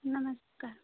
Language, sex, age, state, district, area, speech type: Hindi, female, 30-45, Uttar Pradesh, Chandauli, rural, conversation